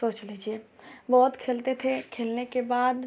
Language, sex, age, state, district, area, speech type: Hindi, female, 18-30, Uttar Pradesh, Ghazipur, urban, spontaneous